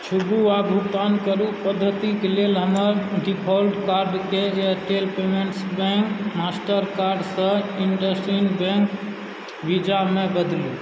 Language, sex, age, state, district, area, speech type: Maithili, male, 18-30, Bihar, Supaul, rural, read